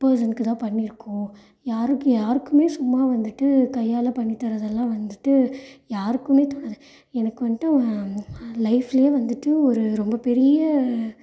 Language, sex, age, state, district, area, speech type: Tamil, female, 18-30, Tamil Nadu, Salem, rural, spontaneous